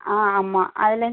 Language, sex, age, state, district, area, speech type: Tamil, female, 30-45, Tamil Nadu, Madurai, urban, conversation